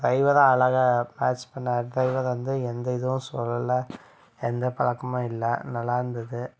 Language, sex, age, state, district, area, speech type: Tamil, male, 45-60, Tamil Nadu, Mayiladuthurai, urban, spontaneous